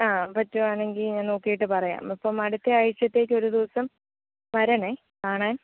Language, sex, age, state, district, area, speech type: Malayalam, female, 18-30, Kerala, Kottayam, rural, conversation